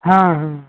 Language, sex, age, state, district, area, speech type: Hindi, male, 18-30, Uttar Pradesh, Azamgarh, rural, conversation